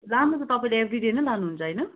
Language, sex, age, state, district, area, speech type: Nepali, female, 45-60, West Bengal, Darjeeling, rural, conversation